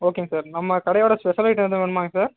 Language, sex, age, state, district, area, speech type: Tamil, male, 30-45, Tamil Nadu, Ariyalur, rural, conversation